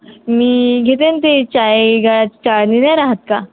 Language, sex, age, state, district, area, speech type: Marathi, female, 18-30, Maharashtra, Wardha, rural, conversation